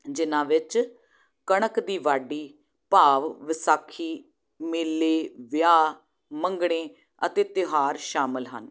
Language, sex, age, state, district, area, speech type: Punjabi, female, 30-45, Punjab, Jalandhar, urban, spontaneous